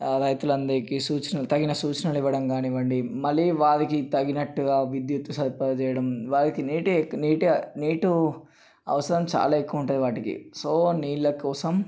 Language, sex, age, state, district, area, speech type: Telugu, male, 18-30, Telangana, Nalgonda, urban, spontaneous